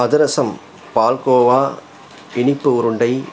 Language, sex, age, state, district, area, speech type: Tamil, male, 45-60, Tamil Nadu, Salem, rural, spontaneous